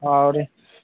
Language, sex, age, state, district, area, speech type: Maithili, male, 18-30, Bihar, Madhubani, rural, conversation